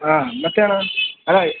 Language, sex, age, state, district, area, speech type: Kannada, male, 18-30, Karnataka, Chamarajanagar, rural, conversation